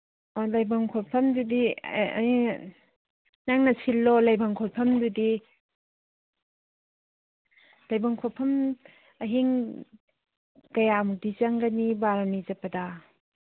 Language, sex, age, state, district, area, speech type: Manipuri, female, 30-45, Manipur, Imphal East, rural, conversation